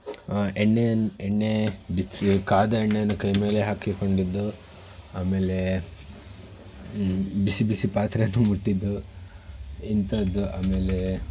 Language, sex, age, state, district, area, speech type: Kannada, male, 18-30, Karnataka, Shimoga, rural, spontaneous